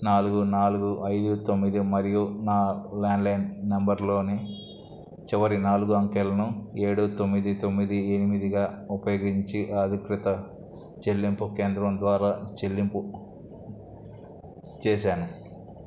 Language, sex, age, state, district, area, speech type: Telugu, male, 45-60, Andhra Pradesh, N T Rama Rao, urban, read